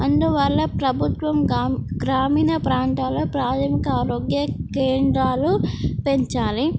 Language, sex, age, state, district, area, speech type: Telugu, female, 18-30, Telangana, Komaram Bheem, urban, spontaneous